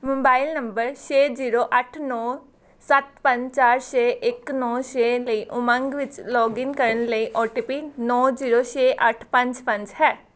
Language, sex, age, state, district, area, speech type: Punjabi, female, 18-30, Punjab, Gurdaspur, rural, read